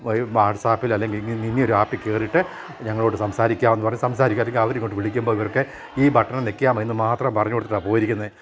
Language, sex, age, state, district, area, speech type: Malayalam, male, 60+, Kerala, Kottayam, rural, spontaneous